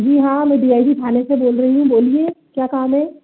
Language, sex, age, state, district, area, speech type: Hindi, male, 30-45, Madhya Pradesh, Bhopal, urban, conversation